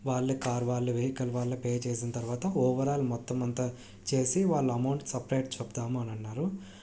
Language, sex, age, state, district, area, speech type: Telugu, male, 18-30, Andhra Pradesh, Krishna, urban, spontaneous